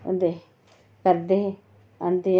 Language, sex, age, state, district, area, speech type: Dogri, female, 30-45, Jammu and Kashmir, Reasi, rural, spontaneous